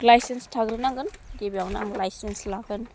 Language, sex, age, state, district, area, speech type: Bodo, female, 18-30, Assam, Udalguri, urban, spontaneous